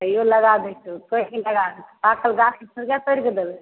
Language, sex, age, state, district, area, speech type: Maithili, female, 30-45, Bihar, Samastipur, rural, conversation